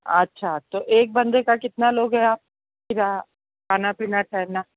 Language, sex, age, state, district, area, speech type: Hindi, female, 45-60, Rajasthan, Jodhpur, urban, conversation